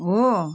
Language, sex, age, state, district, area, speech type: Nepali, female, 45-60, West Bengal, Jalpaiguri, urban, read